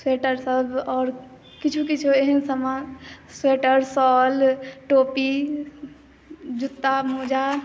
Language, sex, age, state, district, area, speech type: Maithili, female, 18-30, Bihar, Madhubani, rural, spontaneous